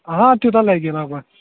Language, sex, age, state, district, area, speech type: Kashmiri, male, 18-30, Jammu and Kashmir, Shopian, rural, conversation